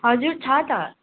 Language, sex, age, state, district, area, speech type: Nepali, female, 18-30, West Bengal, Darjeeling, rural, conversation